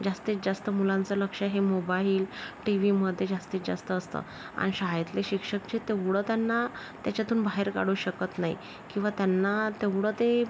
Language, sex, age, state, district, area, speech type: Marathi, female, 30-45, Maharashtra, Yavatmal, rural, spontaneous